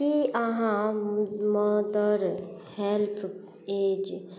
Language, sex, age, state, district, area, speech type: Maithili, female, 30-45, Bihar, Madhubani, rural, read